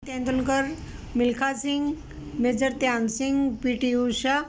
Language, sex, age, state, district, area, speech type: Punjabi, female, 60+, Punjab, Ludhiana, urban, spontaneous